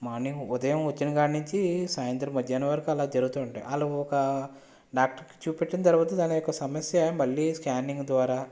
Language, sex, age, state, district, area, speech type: Telugu, male, 30-45, Andhra Pradesh, West Godavari, rural, spontaneous